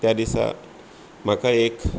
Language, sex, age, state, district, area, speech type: Goan Konkani, male, 45-60, Goa, Bardez, rural, spontaneous